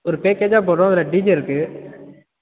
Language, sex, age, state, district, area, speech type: Tamil, male, 18-30, Tamil Nadu, Nagapattinam, urban, conversation